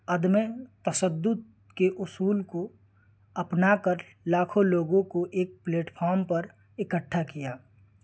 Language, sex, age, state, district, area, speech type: Urdu, male, 18-30, Delhi, New Delhi, rural, spontaneous